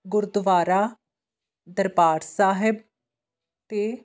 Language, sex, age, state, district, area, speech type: Punjabi, female, 30-45, Punjab, Amritsar, urban, spontaneous